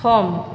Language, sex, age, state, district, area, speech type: Bodo, female, 45-60, Assam, Chirang, rural, read